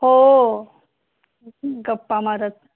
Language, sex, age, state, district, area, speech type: Marathi, female, 30-45, Maharashtra, Kolhapur, urban, conversation